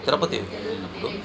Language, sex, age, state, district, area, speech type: Telugu, male, 45-60, Andhra Pradesh, Bapatla, urban, spontaneous